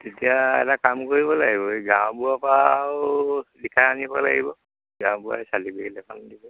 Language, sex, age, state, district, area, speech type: Assamese, male, 60+, Assam, Lakhimpur, urban, conversation